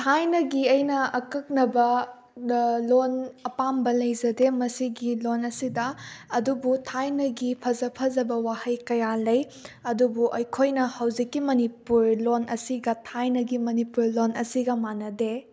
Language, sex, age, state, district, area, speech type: Manipuri, female, 18-30, Manipur, Bishnupur, rural, spontaneous